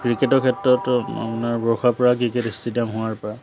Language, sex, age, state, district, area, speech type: Assamese, male, 30-45, Assam, Charaideo, urban, spontaneous